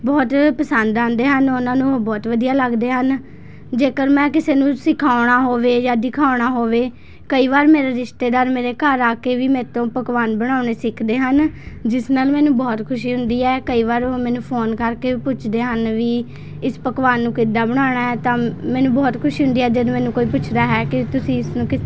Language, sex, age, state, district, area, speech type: Punjabi, female, 18-30, Punjab, Patiala, urban, spontaneous